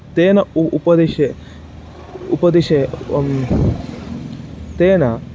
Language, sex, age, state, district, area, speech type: Sanskrit, male, 18-30, Karnataka, Shimoga, rural, spontaneous